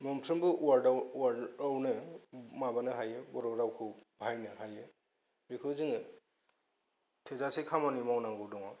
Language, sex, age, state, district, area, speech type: Bodo, male, 30-45, Assam, Kokrajhar, rural, spontaneous